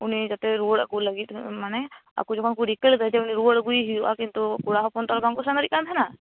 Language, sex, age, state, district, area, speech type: Santali, female, 18-30, West Bengal, Paschim Bardhaman, rural, conversation